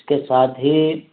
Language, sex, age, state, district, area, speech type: Urdu, male, 30-45, Delhi, New Delhi, urban, conversation